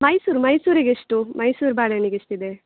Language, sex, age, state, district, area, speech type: Kannada, female, 18-30, Karnataka, Dakshina Kannada, urban, conversation